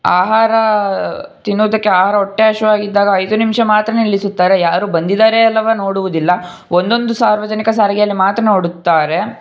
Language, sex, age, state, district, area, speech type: Kannada, male, 18-30, Karnataka, Shimoga, rural, spontaneous